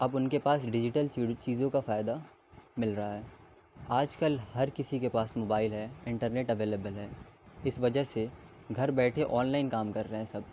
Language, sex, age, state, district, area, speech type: Urdu, male, 18-30, Delhi, North East Delhi, urban, spontaneous